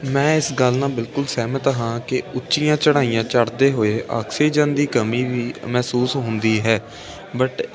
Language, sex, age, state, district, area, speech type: Punjabi, male, 18-30, Punjab, Ludhiana, urban, spontaneous